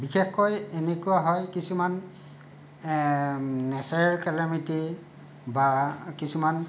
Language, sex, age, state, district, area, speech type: Assamese, male, 45-60, Assam, Kamrup Metropolitan, urban, spontaneous